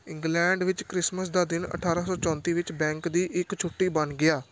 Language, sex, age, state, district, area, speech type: Punjabi, male, 18-30, Punjab, Gurdaspur, urban, read